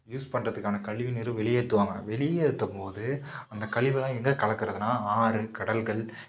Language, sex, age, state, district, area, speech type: Tamil, male, 18-30, Tamil Nadu, Nagapattinam, rural, spontaneous